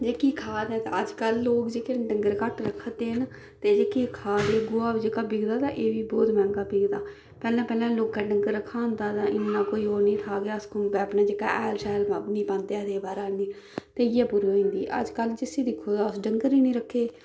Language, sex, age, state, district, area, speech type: Dogri, female, 30-45, Jammu and Kashmir, Udhampur, rural, spontaneous